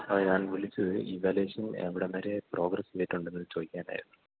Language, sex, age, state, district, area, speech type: Malayalam, male, 18-30, Kerala, Idukki, rural, conversation